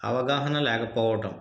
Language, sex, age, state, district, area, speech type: Telugu, male, 30-45, Andhra Pradesh, East Godavari, rural, spontaneous